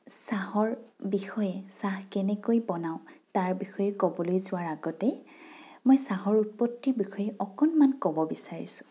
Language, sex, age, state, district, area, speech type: Assamese, female, 18-30, Assam, Morigaon, rural, spontaneous